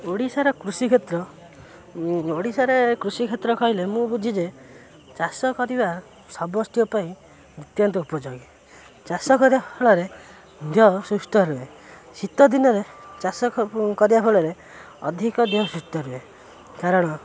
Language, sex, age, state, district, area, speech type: Odia, male, 18-30, Odisha, Kendrapara, urban, spontaneous